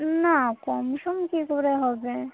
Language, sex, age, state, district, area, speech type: Bengali, female, 18-30, West Bengal, Birbhum, urban, conversation